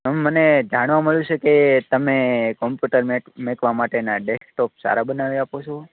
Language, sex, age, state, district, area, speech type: Gujarati, male, 30-45, Gujarat, Rajkot, urban, conversation